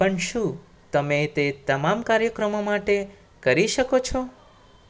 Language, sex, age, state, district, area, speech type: Gujarati, male, 18-30, Gujarat, Anand, rural, read